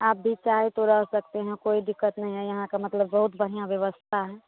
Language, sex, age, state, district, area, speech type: Hindi, female, 18-30, Bihar, Madhepura, rural, conversation